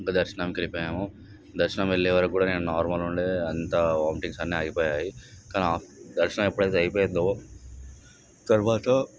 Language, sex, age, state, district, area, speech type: Telugu, male, 18-30, Telangana, Nalgonda, urban, spontaneous